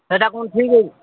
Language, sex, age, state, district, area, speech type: Odia, male, 45-60, Odisha, Sambalpur, rural, conversation